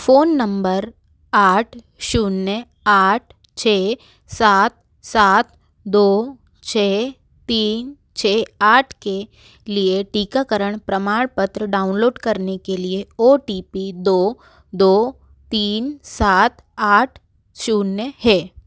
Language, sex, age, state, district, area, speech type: Hindi, female, 30-45, Madhya Pradesh, Bhopal, urban, read